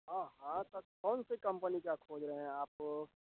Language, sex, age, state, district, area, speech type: Hindi, male, 30-45, Bihar, Vaishali, rural, conversation